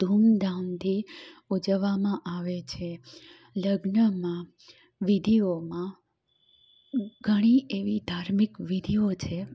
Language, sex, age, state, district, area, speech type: Gujarati, female, 30-45, Gujarat, Amreli, rural, spontaneous